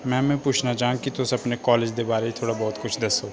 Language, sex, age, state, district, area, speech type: Dogri, female, 18-30, Jammu and Kashmir, Udhampur, rural, spontaneous